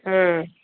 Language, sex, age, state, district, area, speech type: Odia, female, 60+, Odisha, Gajapati, rural, conversation